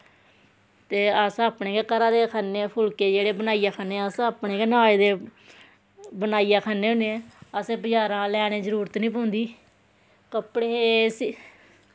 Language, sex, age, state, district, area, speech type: Dogri, female, 30-45, Jammu and Kashmir, Samba, rural, spontaneous